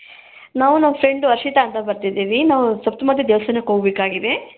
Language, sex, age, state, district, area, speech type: Kannada, female, 18-30, Karnataka, Bangalore Rural, rural, conversation